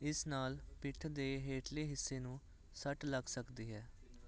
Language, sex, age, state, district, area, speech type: Punjabi, male, 18-30, Punjab, Hoshiarpur, urban, read